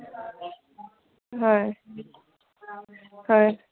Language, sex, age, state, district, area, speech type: Assamese, female, 18-30, Assam, Goalpara, urban, conversation